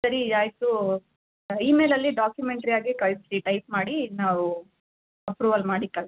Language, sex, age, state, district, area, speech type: Kannada, female, 18-30, Karnataka, Chitradurga, urban, conversation